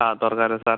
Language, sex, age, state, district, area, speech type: Malayalam, male, 18-30, Kerala, Palakkad, rural, conversation